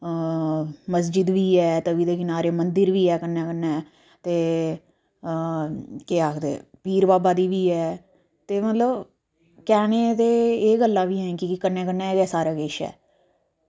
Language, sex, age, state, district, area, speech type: Dogri, female, 45-60, Jammu and Kashmir, Udhampur, urban, spontaneous